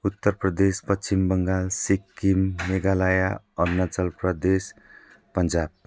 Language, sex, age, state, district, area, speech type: Nepali, male, 45-60, West Bengal, Jalpaiguri, urban, spontaneous